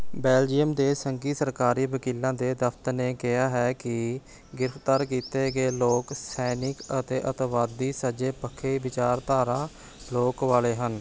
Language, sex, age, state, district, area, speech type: Punjabi, male, 18-30, Punjab, Rupnagar, urban, read